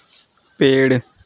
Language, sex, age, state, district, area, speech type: Hindi, male, 18-30, Uttar Pradesh, Pratapgarh, rural, read